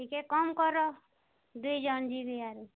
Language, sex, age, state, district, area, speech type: Odia, female, 30-45, Odisha, Kalahandi, rural, conversation